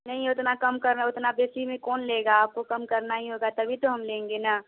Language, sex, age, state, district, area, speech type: Hindi, female, 18-30, Bihar, Vaishali, rural, conversation